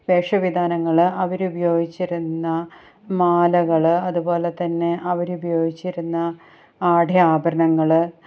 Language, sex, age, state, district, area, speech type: Malayalam, female, 30-45, Kerala, Ernakulam, rural, spontaneous